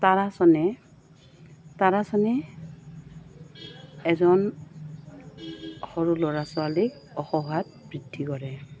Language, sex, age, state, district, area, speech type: Assamese, female, 45-60, Assam, Goalpara, urban, spontaneous